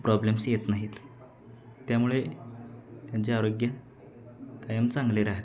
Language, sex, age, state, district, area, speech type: Marathi, male, 18-30, Maharashtra, Sangli, urban, spontaneous